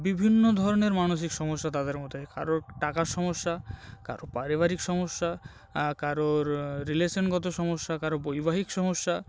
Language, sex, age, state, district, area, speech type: Bengali, male, 18-30, West Bengal, North 24 Parganas, rural, spontaneous